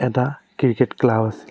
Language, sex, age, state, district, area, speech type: Assamese, male, 18-30, Assam, Charaideo, urban, spontaneous